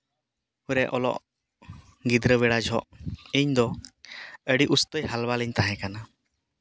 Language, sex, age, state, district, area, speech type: Santali, male, 30-45, Jharkhand, East Singhbhum, rural, spontaneous